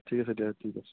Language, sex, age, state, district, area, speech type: Assamese, male, 45-60, Assam, Morigaon, rural, conversation